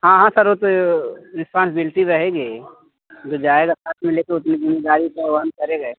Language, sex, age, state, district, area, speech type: Hindi, male, 30-45, Uttar Pradesh, Azamgarh, rural, conversation